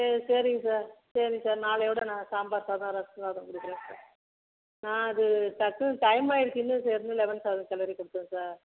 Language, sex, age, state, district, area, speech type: Tamil, female, 45-60, Tamil Nadu, Tiruchirappalli, rural, conversation